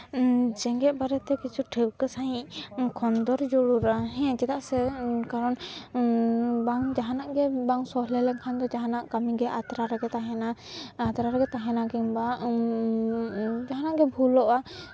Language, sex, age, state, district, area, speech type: Santali, female, 18-30, West Bengal, Jhargram, rural, spontaneous